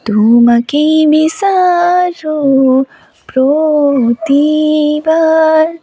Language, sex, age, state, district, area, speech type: Assamese, female, 18-30, Assam, Tinsukia, urban, spontaneous